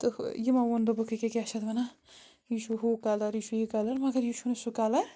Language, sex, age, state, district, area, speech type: Kashmiri, female, 30-45, Jammu and Kashmir, Bandipora, rural, spontaneous